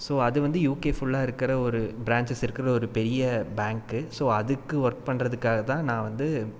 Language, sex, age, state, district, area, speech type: Tamil, male, 30-45, Tamil Nadu, Coimbatore, rural, spontaneous